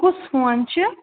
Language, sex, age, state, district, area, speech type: Kashmiri, female, 18-30, Jammu and Kashmir, Ganderbal, rural, conversation